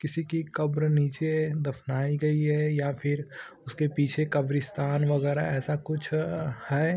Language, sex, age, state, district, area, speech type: Hindi, male, 18-30, Uttar Pradesh, Ghazipur, rural, spontaneous